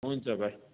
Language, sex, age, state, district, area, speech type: Nepali, male, 60+, West Bengal, Kalimpong, rural, conversation